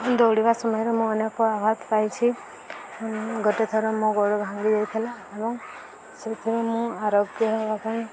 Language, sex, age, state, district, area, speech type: Odia, female, 18-30, Odisha, Subarnapur, urban, spontaneous